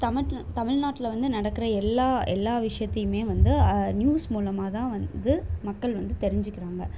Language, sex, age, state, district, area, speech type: Tamil, female, 18-30, Tamil Nadu, Chennai, urban, spontaneous